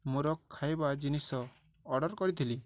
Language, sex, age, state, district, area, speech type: Odia, male, 18-30, Odisha, Balangir, urban, spontaneous